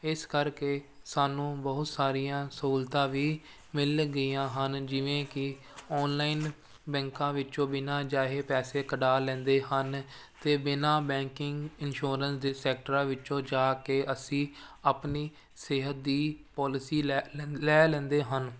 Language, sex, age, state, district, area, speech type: Punjabi, male, 18-30, Punjab, Firozpur, urban, spontaneous